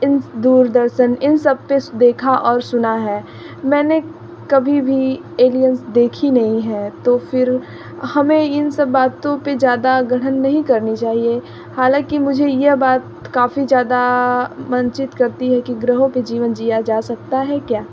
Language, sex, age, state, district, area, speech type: Hindi, female, 45-60, Uttar Pradesh, Sonbhadra, rural, spontaneous